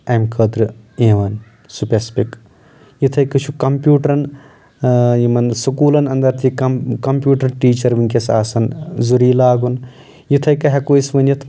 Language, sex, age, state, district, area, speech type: Kashmiri, male, 18-30, Jammu and Kashmir, Anantnag, rural, spontaneous